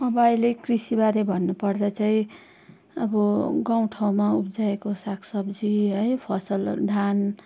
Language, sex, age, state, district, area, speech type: Nepali, female, 30-45, West Bengal, Darjeeling, rural, spontaneous